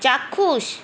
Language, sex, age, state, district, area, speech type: Bengali, female, 30-45, West Bengal, Paschim Bardhaman, rural, read